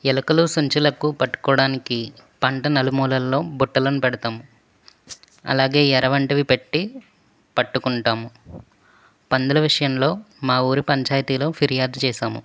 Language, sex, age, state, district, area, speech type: Telugu, male, 45-60, Andhra Pradesh, West Godavari, rural, spontaneous